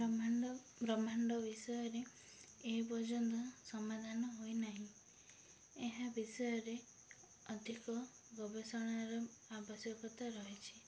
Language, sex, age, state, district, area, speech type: Odia, female, 18-30, Odisha, Ganjam, urban, spontaneous